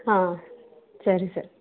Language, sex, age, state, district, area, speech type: Kannada, female, 45-60, Karnataka, Chikkaballapur, rural, conversation